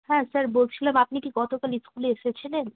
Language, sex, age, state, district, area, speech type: Bengali, female, 18-30, West Bengal, Malda, rural, conversation